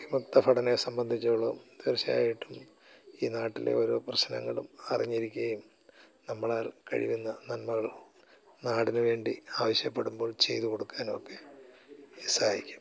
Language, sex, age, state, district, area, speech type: Malayalam, male, 60+, Kerala, Alappuzha, rural, spontaneous